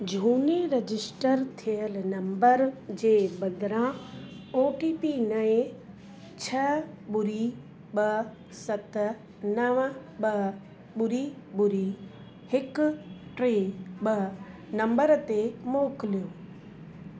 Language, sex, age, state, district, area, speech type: Sindhi, female, 45-60, Uttar Pradesh, Lucknow, urban, read